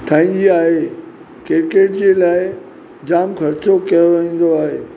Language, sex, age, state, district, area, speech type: Sindhi, male, 45-60, Maharashtra, Mumbai Suburban, urban, spontaneous